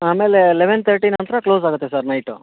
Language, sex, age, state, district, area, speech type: Kannada, male, 30-45, Karnataka, Shimoga, urban, conversation